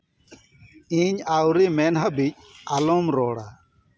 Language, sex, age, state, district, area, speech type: Santali, male, 45-60, West Bengal, Paschim Bardhaman, urban, read